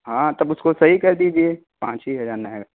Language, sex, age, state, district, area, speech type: Urdu, male, 18-30, Uttar Pradesh, Saharanpur, urban, conversation